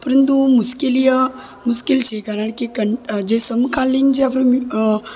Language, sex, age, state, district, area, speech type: Gujarati, female, 18-30, Gujarat, Surat, rural, spontaneous